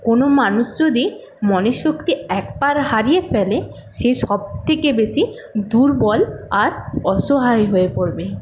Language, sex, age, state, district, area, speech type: Bengali, female, 18-30, West Bengal, Paschim Medinipur, rural, spontaneous